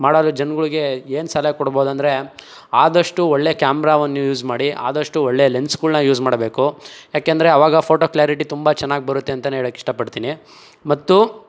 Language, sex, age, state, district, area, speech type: Kannada, male, 60+, Karnataka, Tumkur, rural, spontaneous